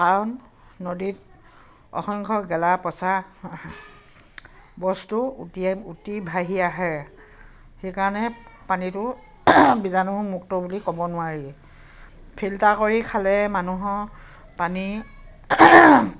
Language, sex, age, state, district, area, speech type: Assamese, female, 60+, Assam, Dhemaji, rural, spontaneous